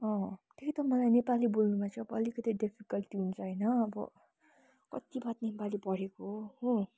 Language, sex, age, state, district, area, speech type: Nepali, female, 18-30, West Bengal, Kalimpong, rural, spontaneous